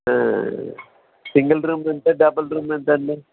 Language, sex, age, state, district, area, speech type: Telugu, male, 60+, Andhra Pradesh, N T Rama Rao, urban, conversation